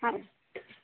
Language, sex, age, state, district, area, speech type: Odia, male, 18-30, Odisha, Sambalpur, rural, conversation